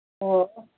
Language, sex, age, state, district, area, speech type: Manipuri, female, 60+, Manipur, Kangpokpi, urban, conversation